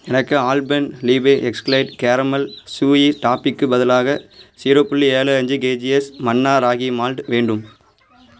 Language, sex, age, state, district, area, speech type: Tamil, male, 18-30, Tamil Nadu, Thoothukudi, rural, read